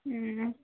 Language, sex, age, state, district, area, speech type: Bengali, female, 30-45, West Bengal, Dakshin Dinajpur, rural, conversation